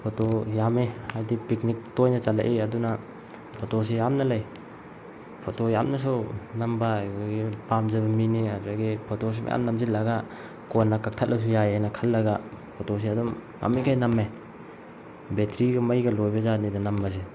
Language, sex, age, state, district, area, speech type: Manipuri, male, 18-30, Manipur, Bishnupur, rural, spontaneous